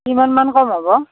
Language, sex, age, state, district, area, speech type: Assamese, female, 45-60, Assam, Darrang, rural, conversation